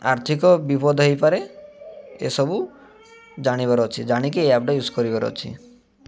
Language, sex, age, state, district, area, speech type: Odia, male, 18-30, Odisha, Malkangiri, urban, spontaneous